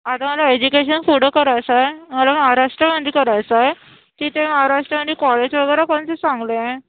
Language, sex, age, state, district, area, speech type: Marathi, female, 30-45, Maharashtra, Nagpur, urban, conversation